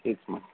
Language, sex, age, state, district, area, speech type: Marathi, male, 45-60, Maharashtra, Amravati, urban, conversation